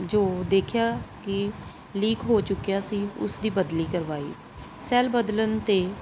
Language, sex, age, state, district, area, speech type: Punjabi, male, 45-60, Punjab, Pathankot, rural, spontaneous